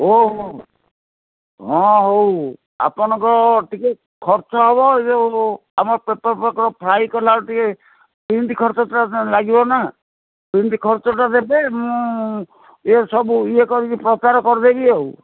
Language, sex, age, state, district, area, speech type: Odia, male, 60+, Odisha, Gajapati, rural, conversation